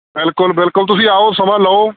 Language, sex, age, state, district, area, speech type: Punjabi, male, 30-45, Punjab, Ludhiana, rural, conversation